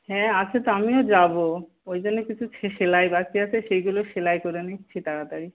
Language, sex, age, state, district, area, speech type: Bengali, female, 45-60, West Bengal, Hooghly, rural, conversation